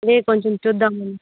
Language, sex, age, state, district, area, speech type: Telugu, female, 30-45, Andhra Pradesh, Chittoor, rural, conversation